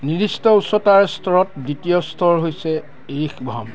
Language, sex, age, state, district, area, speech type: Assamese, male, 60+, Assam, Dibrugarh, rural, read